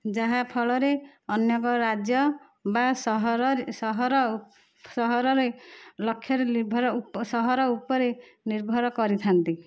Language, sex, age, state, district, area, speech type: Odia, female, 45-60, Odisha, Nayagarh, rural, spontaneous